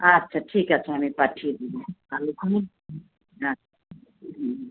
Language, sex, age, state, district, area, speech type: Bengali, female, 60+, West Bengal, Kolkata, urban, conversation